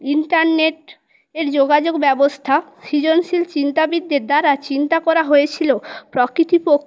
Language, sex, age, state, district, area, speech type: Bengali, female, 18-30, West Bengal, Purba Medinipur, rural, spontaneous